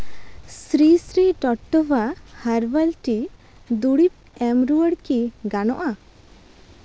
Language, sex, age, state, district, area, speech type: Santali, female, 18-30, West Bengal, Malda, rural, read